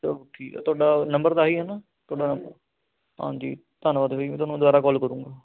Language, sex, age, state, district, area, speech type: Punjabi, male, 18-30, Punjab, Ludhiana, urban, conversation